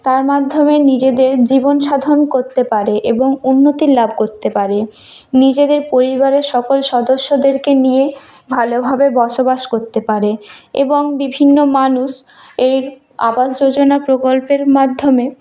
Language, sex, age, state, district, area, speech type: Bengali, female, 30-45, West Bengal, Purba Medinipur, rural, spontaneous